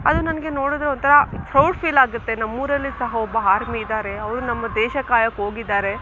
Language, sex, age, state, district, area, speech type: Kannada, female, 18-30, Karnataka, Chikkaballapur, rural, spontaneous